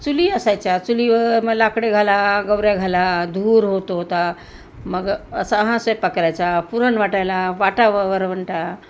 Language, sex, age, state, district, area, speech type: Marathi, female, 60+, Maharashtra, Nanded, urban, spontaneous